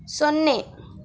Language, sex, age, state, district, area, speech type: Kannada, female, 18-30, Karnataka, Chamarajanagar, rural, read